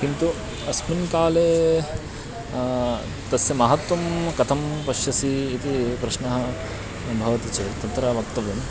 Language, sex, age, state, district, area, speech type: Sanskrit, male, 18-30, Karnataka, Uttara Kannada, rural, spontaneous